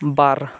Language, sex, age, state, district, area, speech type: Santali, male, 18-30, West Bengal, Birbhum, rural, read